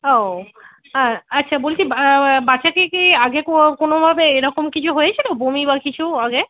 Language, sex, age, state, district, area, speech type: Bengali, female, 30-45, West Bengal, Darjeeling, rural, conversation